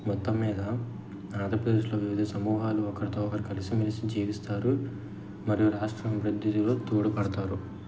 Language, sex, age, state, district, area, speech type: Telugu, male, 18-30, Andhra Pradesh, N T Rama Rao, urban, spontaneous